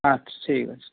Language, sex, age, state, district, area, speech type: Bengali, male, 30-45, West Bengal, Kolkata, urban, conversation